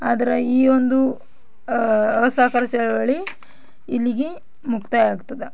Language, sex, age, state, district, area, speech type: Kannada, female, 18-30, Karnataka, Bidar, rural, spontaneous